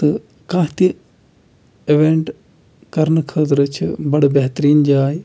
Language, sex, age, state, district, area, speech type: Kashmiri, male, 60+, Jammu and Kashmir, Kulgam, rural, spontaneous